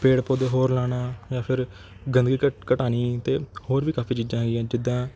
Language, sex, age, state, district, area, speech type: Punjabi, male, 18-30, Punjab, Kapurthala, urban, spontaneous